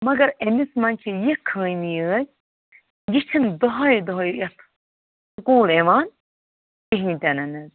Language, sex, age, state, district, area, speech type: Kashmiri, female, 45-60, Jammu and Kashmir, Bandipora, rural, conversation